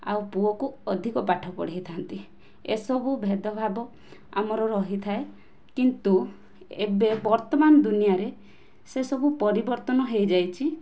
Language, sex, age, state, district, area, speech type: Odia, female, 18-30, Odisha, Kandhamal, rural, spontaneous